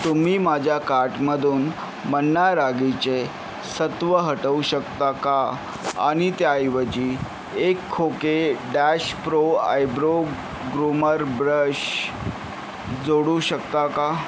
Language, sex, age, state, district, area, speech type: Marathi, male, 45-60, Maharashtra, Yavatmal, urban, read